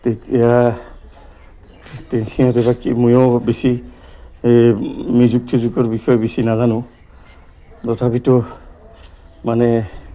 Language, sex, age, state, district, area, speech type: Assamese, male, 60+, Assam, Goalpara, urban, spontaneous